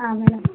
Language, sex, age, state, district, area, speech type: Kannada, female, 18-30, Karnataka, Vijayanagara, rural, conversation